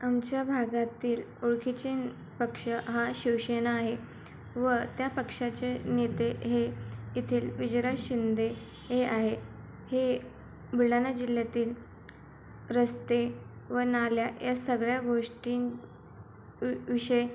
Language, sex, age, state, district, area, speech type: Marathi, female, 18-30, Maharashtra, Buldhana, rural, spontaneous